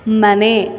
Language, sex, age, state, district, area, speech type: Kannada, female, 18-30, Karnataka, Mysore, urban, read